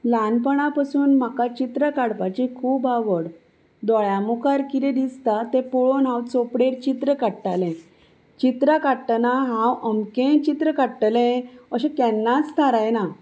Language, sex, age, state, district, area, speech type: Goan Konkani, female, 30-45, Goa, Salcete, rural, spontaneous